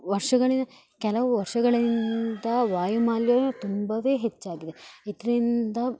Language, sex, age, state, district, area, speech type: Kannada, female, 18-30, Karnataka, Dakshina Kannada, rural, spontaneous